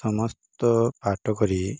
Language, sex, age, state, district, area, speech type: Odia, female, 30-45, Odisha, Balangir, urban, spontaneous